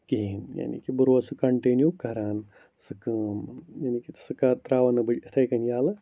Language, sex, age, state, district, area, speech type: Kashmiri, male, 30-45, Jammu and Kashmir, Bandipora, rural, spontaneous